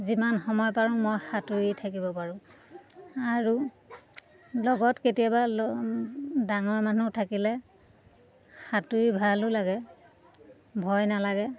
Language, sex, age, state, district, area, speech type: Assamese, female, 30-45, Assam, Lakhimpur, rural, spontaneous